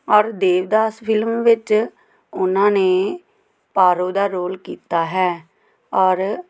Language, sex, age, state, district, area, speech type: Punjabi, female, 30-45, Punjab, Tarn Taran, rural, spontaneous